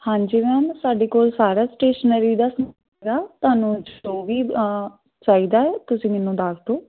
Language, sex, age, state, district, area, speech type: Punjabi, female, 18-30, Punjab, Firozpur, rural, conversation